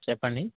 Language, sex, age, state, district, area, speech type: Telugu, male, 18-30, Telangana, Mahbubnagar, rural, conversation